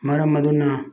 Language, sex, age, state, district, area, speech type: Manipuri, male, 45-60, Manipur, Bishnupur, rural, spontaneous